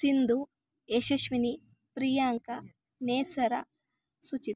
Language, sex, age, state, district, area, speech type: Kannada, female, 18-30, Karnataka, Chikkamagaluru, urban, spontaneous